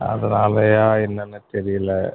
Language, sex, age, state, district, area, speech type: Tamil, male, 45-60, Tamil Nadu, Pudukkottai, rural, conversation